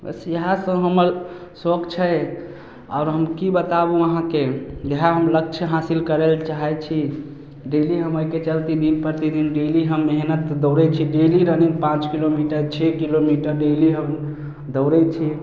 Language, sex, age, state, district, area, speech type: Maithili, male, 18-30, Bihar, Samastipur, rural, spontaneous